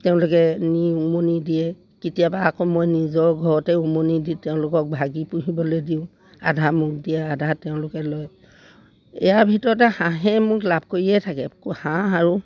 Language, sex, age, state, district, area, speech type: Assamese, female, 60+, Assam, Dibrugarh, rural, spontaneous